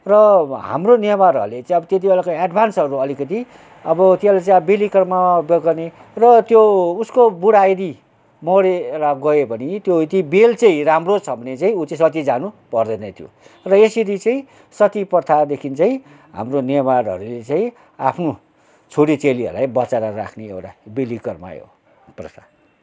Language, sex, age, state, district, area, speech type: Nepali, male, 60+, West Bengal, Kalimpong, rural, spontaneous